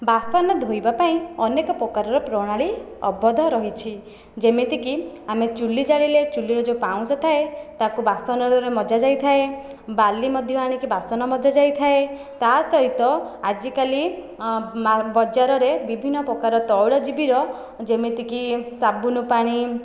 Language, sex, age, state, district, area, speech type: Odia, female, 18-30, Odisha, Khordha, rural, spontaneous